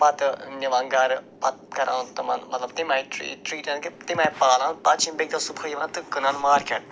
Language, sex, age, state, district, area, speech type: Kashmiri, male, 45-60, Jammu and Kashmir, Budgam, rural, spontaneous